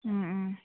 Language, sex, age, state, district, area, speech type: Manipuri, female, 30-45, Manipur, Imphal East, rural, conversation